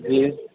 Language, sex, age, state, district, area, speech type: Urdu, male, 60+, Delhi, Central Delhi, rural, conversation